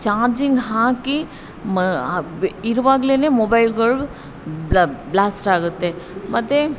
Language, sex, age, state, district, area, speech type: Kannada, female, 45-60, Karnataka, Ramanagara, rural, spontaneous